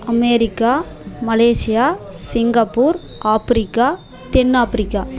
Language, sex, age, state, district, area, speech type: Tamil, female, 30-45, Tamil Nadu, Dharmapuri, rural, spontaneous